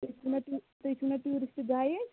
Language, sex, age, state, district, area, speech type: Kashmiri, female, 30-45, Jammu and Kashmir, Shopian, urban, conversation